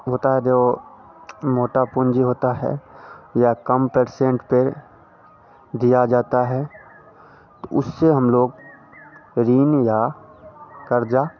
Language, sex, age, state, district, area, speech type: Hindi, male, 18-30, Bihar, Madhepura, rural, spontaneous